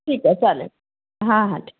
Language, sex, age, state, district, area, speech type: Marathi, female, 30-45, Maharashtra, Thane, urban, conversation